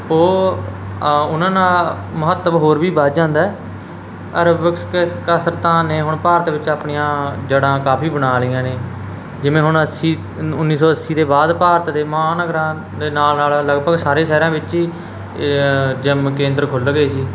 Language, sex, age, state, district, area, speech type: Punjabi, male, 18-30, Punjab, Mansa, urban, spontaneous